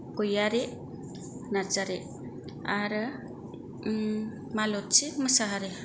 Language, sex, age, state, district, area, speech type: Bodo, female, 45-60, Assam, Kokrajhar, rural, spontaneous